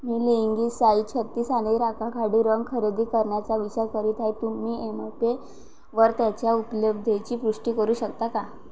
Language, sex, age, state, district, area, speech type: Marathi, female, 18-30, Maharashtra, Wardha, rural, read